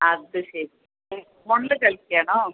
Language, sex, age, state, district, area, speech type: Malayalam, female, 45-60, Kerala, Malappuram, urban, conversation